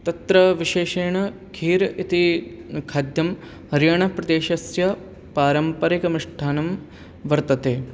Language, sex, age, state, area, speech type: Sanskrit, male, 18-30, Haryana, urban, spontaneous